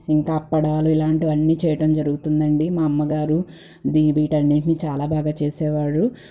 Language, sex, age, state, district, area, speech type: Telugu, female, 18-30, Andhra Pradesh, Guntur, urban, spontaneous